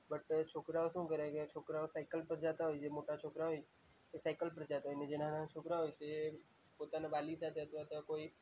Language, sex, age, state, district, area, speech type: Gujarati, male, 18-30, Gujarat, Valsad, rural, spontaneous